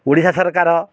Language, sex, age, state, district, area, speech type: Odia, male, 45-60, Odisha, Kendrapara, urban, spontaneous